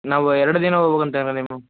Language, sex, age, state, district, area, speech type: Kannada, male, 18-30, Karnataka, Davanagere, rural, conversation